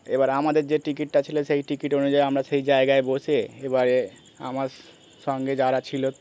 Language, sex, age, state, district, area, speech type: Bengali, male, 30-45, West Bengal, Birbhum, urban, spontaneous